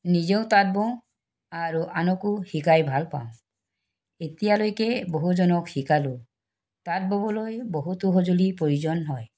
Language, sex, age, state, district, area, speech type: Assamese, female, 45-60, Assam, Tinsukia, urban, spontaneous